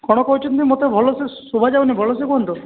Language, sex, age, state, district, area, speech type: Odia, male, 18-30, Odisha, Balangir, urban, conversation